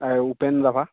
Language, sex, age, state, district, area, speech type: Assamese, male, 30-45, Assam, Goalpara, urban, conversation